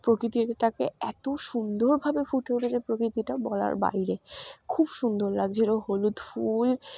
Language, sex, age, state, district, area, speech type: Bengali, female, 18-30, West Bengal, Dakshin Dinajpur, urban, spontaneous